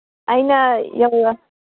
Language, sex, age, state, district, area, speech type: Manipuri, female, 30-45, Manipur, Kangpokpi, urban, conversation